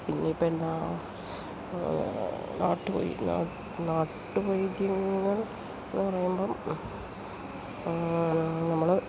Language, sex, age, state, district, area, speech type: Malayalam, female, 60+, Kerala, Idukki, rural, spontaneous